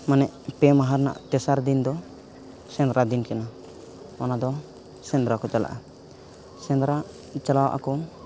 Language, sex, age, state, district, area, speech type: Santali, male, 18-30, Jharkhand, East Singhbhum, rural, spontaneous